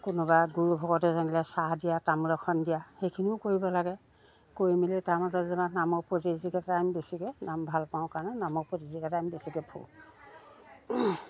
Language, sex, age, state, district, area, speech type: Assamese, female, 60+, Assam, Lakhimpur, rural, spontaneous